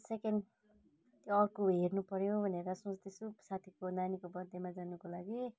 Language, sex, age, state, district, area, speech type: Nepali, female, 45-60, West Bengal, Kalimpong, rural, spontaneous